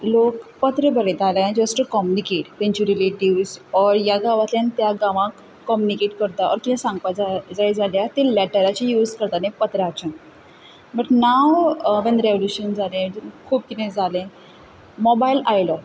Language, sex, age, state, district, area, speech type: Goan Konkani, female, 18-30, Goa, Quepem, rural, spontaneous